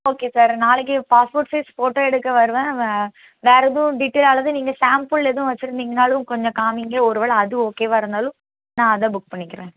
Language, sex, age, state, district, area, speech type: Tamil, female, 18-30, Tamil Nadu, Tirunelveli, rural, conversation